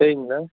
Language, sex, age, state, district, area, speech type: Tamil, male, 60+, Tamil Nadu, Mayiladuthurai, rural, conversation